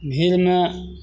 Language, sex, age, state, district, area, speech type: Maithili, male, 60+, Bihar, Begusarai, rural, spontaneous